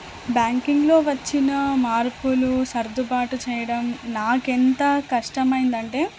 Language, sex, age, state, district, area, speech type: Telugu, female, 18-30, Telangana, Hanamkonda, urban, spontaneous